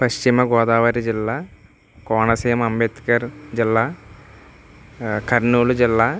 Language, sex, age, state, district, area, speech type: Telugu, male, 18-30, Andhra Pradesh, West Godavari, rural, spontaneous